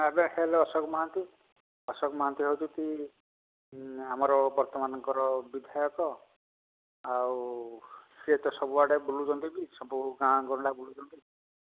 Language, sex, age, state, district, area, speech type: Odia, male, 60+, Odisha, Angul, rural, conversation